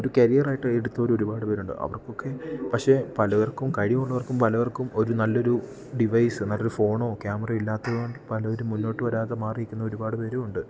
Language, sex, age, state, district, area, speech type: Malayalam, male, 18-30, Kerala, Idukki, rural, spontaneous